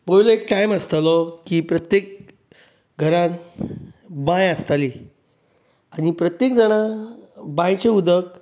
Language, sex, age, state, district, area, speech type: Goan Konkani, male, 30-45, Goa, Bardez, urban, spontaneous